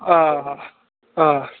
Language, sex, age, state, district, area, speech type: Kashmiri, male, 18-30, Jammu and Kashmir, Pulwama, rural, conversation